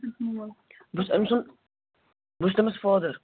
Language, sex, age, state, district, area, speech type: Kashmiri, male, 18-30, Jammu and Kashmir, Srinagar, urban, conversation